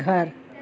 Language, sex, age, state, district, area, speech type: Hindi, female, 60+, Uttar Pradesh, Azamgarh, rural, read